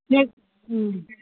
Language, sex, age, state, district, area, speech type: Manipuri, female, 45-60, Manipur, Imphal East, rural, conversation